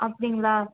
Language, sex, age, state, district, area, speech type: Tamil, female, 18-30, Tamil Nadu, Erode, rural, conversation